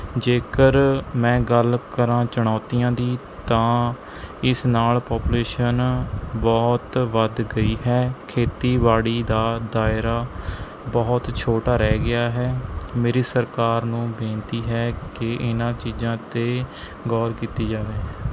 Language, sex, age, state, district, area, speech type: Punjabi, male, 18-30, Punjab, Mohali, rural, spontaneous